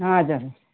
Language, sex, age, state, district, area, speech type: Nepali, female, 60+, West Bengal, Kalimpong, rural, conversation